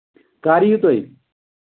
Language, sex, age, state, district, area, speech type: Kashmiri, male, 45-60, Jammu and Kashmir, Anantnag, rural, conversation